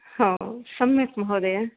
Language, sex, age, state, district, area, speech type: Sanskrit, female, 45-60, Karnataka, Udupi, rural, conversation